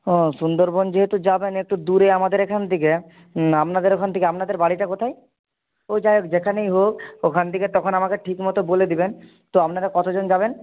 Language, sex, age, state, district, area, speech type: Bengali, male, 18-30, West Bengal, Purba Medinipur, rural, conversation